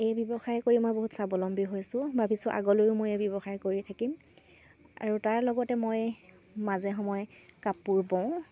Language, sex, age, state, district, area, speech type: Assamese, female, 18-30, Assam, Sivasagar, rural, spontaneous